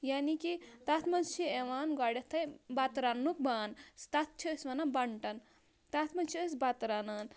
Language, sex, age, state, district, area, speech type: Kashmiri, female, 18-30, Jammu and Kashmir, Bandipora, rural, spontaneous